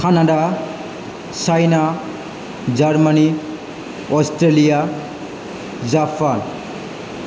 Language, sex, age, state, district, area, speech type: Bodo, male, 18-30, Assam, Chirang, urban, spontaneous